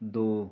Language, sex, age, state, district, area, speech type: Punjabi, male, 45-60, Punjab, Rupnagar, urban, read